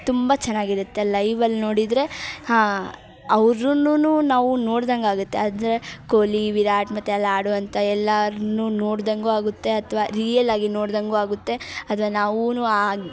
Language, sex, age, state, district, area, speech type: Kannada, female, 18-30, Karnataka, Dharwad, urban, spontaneous